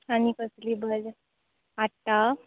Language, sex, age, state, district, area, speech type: Goan Konkani, female, 18-30, Goa, Tiswadi, rural, conversation